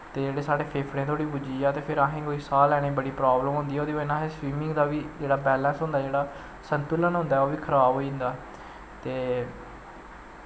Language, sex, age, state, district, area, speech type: Dogri, male, 18-30, Jammu and Kashmir, Samba, rural, spontaneous